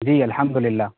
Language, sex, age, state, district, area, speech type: Urdu, male, 18-30, Bihar, Purnia, rural, conversation